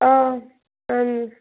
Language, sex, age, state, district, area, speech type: Kashmiri, female, 18-30, Jammu and Kashmir, Bandipora, rural, conversation